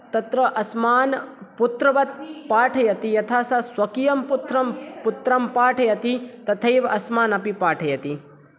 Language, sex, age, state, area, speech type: Sanskrit, male, 18-30, Madhya Pradesh, rural, spontaneous